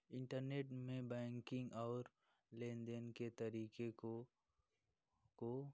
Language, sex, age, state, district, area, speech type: Hindi, male, 30-45, Uttar Pradesh, Ghazipur, rural, spontaneous